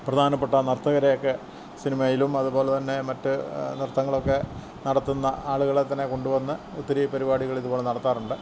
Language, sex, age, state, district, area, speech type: Malayalam, male, 60+, Kerala, Kottayam, rural, spontaneous